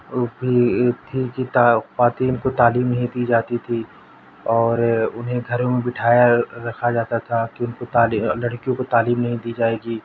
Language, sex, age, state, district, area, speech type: Urdu, male, 18-30, Delhi, South Delhi, urban, spontaneous